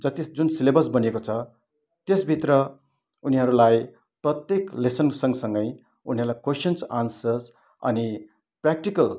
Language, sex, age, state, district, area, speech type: Nepali, male, 60+, West Bengal, Kalimpong, rural, spontaneous